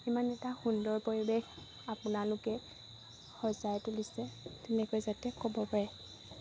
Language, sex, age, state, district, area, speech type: Assamese, female, 18-30, Assam, Majuli, urban, spontaneous